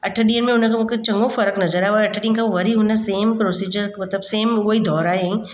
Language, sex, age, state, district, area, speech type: Sindhi, female, 30-45, Maharashtra, Mumbai Suburban, urban, spontaneous